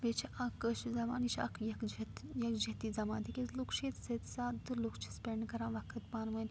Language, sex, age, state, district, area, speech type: Kashmiri, female, 18-30, Jammu and Kashmir, Srinagar, rural, spontaneous